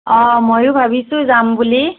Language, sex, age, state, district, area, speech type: Assamese, female, 30-45, Assam, Nagaon, rural, conversation